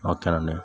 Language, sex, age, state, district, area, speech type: Telugu, male, 18-30, Andhra Pradesh, Bapatla, urban, spontaneous